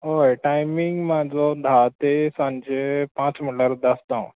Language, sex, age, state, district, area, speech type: Goan Konkani, male, 18-30, Goa, Quepem, urban, conversation